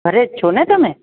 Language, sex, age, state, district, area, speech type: Gujarati, female, 45-60, Gujarat, Amreli, urban, conversation